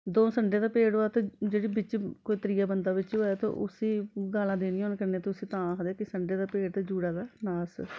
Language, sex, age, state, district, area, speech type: Dogri, female, 45-60, Jammu and Kashmir, Samba, urban, spontaneous